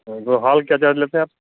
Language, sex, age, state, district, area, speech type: Hindi, male, 45-60, Uttar Pradesh, Hardoi, rural, conversation